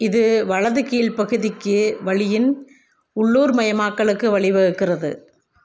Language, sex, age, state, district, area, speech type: Tamil, female, 45-60, Tamil Nadu, Tiruppur, rural, read